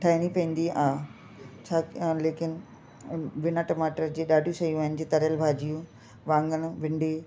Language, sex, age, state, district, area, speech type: Sindhi, female, 45-60, Delhi, South Delhi, urban, spontaneous